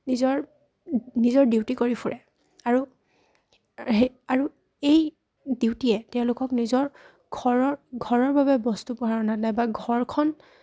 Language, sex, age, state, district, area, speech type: Assamese, female, 18-30, Assam, Charaideo, rural, spontaneous